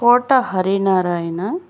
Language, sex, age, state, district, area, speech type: Telugu, female, 45-60, Andhra Pradesh, Chittoor, rural, spontaneous